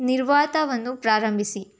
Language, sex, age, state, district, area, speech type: Kannada, female, 18-30, Karnataka, Tumkur, rural, read